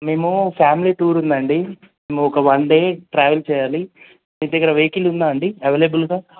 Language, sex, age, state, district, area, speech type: Telugu, male, 18-30, Telangana, Medak, rural, conversation